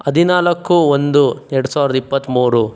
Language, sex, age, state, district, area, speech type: Kannada, male, 30-45, Karnataka, Chikkaballapur, rural, spontaneous